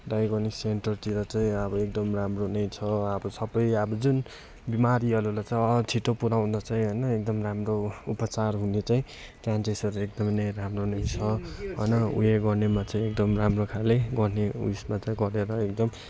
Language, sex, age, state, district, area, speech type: Nepali, male, 18-30, West Bengal, Darjeeling, rural, spontaneous